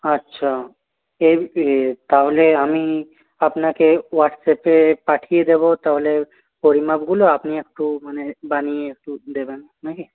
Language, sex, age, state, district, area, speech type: Bengali, male, 30-45, West Bengal, Purulia, urban, conversation